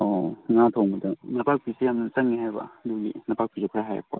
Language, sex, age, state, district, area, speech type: Manipuri, male, 18-30, Manipur, Kangpokpi, urban, conversation